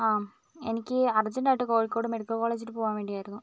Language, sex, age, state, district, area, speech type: Malayalam, female, 30-45, Kerala, Wayanad, rural, spontaneous